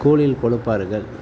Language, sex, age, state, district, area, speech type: Tamil, male, 45-60, Tamil Nadu, Tiruvannamalai, rural, spontaneous